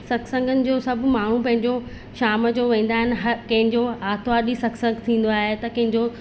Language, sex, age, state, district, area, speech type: Sindhi, female, 30-45, Rajasthan, Ajmer, urban, spontaneous